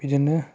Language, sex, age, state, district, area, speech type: Bodo, male, 18-30, Assam, Udalguri, urban, spontaneous